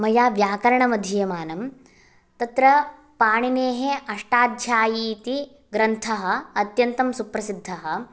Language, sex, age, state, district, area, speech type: Sanskrit, female, 18-30, Karnataka, Bagalkot, urban, spontaneous